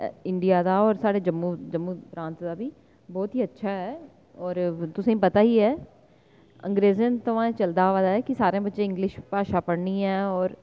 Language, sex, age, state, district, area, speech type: Dogri, female, 30-45, Jammu and Kashmir, Jammu, urban, spontaneous